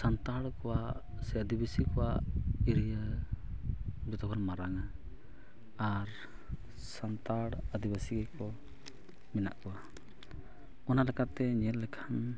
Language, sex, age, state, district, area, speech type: Santali, male, 30-45, Jharkhand, East Singhbhum, rural, spontaneous